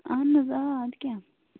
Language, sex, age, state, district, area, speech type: Kashmiri, female, 18-30, Jammu and Kashmir, Bandipora, rural, conversation